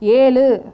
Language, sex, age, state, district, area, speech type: Tamil, female, 45-60, Tamil Nadu, Cuddalore, rural, read